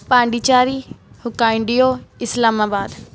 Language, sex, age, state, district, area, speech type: Punjabi, female, 18-30, Punjab, Barnala, rural, spontaneous